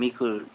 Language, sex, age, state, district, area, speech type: Telugu, male, 18-30, Andhra Pradesh, Anantapur, urban, conversation